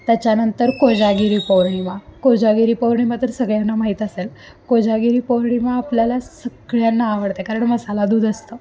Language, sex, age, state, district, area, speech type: Marathi, female, 18-30, Maharashtra, Sangli, urban, spontaneous